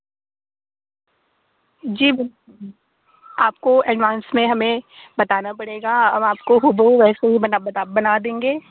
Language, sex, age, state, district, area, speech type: Urdu, female, 18-30, Delhi, North East Delhi, urban, conversation